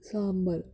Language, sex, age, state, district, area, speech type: Telugu, female, 18-30, Telangana, Hyderabad, rural, spontaneous